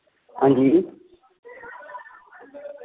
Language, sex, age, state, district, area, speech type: Dogri, male, 18-30, Jammu and Kashmir, Reasi, rural, conversation